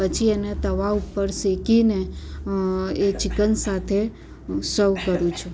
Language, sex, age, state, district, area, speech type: Gujarati, female, 30-45, Gujarat, Ahmedabad, urban, spontaneous